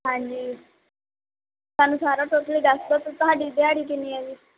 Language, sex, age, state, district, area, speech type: Punjabi, female, 18-30, Punjab, Barnala, urban, conversation